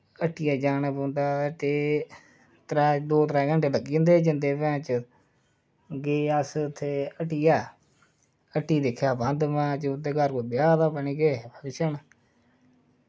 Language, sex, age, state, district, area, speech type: Dogri, male, 30-45, Jammu and Kashmir, Reasi, rural, spontaneous